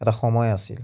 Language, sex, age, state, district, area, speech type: Assamese, male, 30-45, Assam, Biswanath, rural, spontaneous